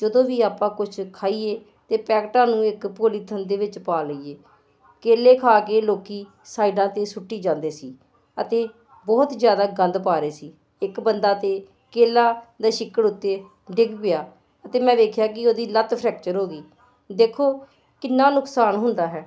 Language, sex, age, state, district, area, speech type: Punjabi, female, 45-60, Punjab, Hoshiarpur, urban, spontaneous